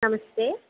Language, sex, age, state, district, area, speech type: Sanskrit, female, 18-30, Kerala, Kozhikode, rural, conversation